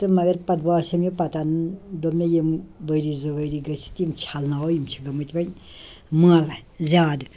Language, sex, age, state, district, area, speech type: Kashmiri, female, 60+, Jammu and Kashmir, Srinagar, urban, spontaneous